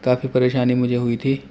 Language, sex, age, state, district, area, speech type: Urdu, male, 18-30, Delhi, Central Delhi, urban, spontaneous